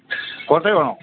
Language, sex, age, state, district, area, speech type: Malayalam, male, 60+, Kerala, Kottayam, rural, conversation